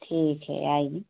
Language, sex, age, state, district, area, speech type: Hindi, female, 30-45, Uttar Pradesh, Azamgarh, rural, conversation